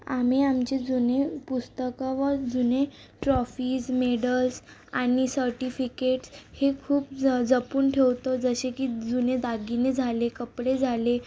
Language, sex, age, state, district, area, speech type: Marathi, female, 18-30, Maharashtra, Amravati, rural, spontaneous